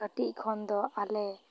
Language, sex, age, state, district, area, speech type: Santali, female, 18-30, West Bengal, Purba Bardhaman, rural, spontaneous